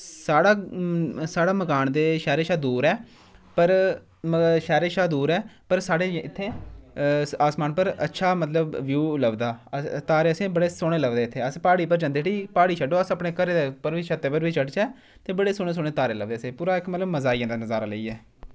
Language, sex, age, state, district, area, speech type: Dogri, male, 30-45, Jammu and Kashmir, Udhampur, rural, spontaneous